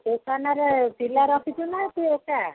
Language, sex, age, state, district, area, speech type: Odia, female, 45-60, Odisha, Angul, rural, conversation